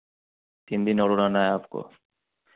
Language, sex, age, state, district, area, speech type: Hindi, male, 18-30, Bihar, Begusarai, rural, conversation